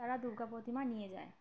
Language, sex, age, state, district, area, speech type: Bengali, female, 18-30, West Bengal, Uttar Dinajpur, urban, spontaneous